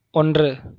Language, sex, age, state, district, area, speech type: Tamil, male, 30-45, Tamil Nadu, Ariyalur, rural, read